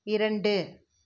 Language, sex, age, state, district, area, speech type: Tamil, female, 60+, Tamil Nadu, Krishnagiri, rural, read